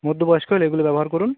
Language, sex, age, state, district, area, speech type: Bengali, male, 45-60, West Bengal, North 24 Parganas, urban, conversation